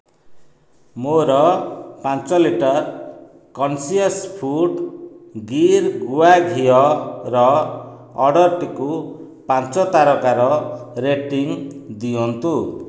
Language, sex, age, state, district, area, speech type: Odia, male, 45-60, Odisha, Dhenkanal, rural, read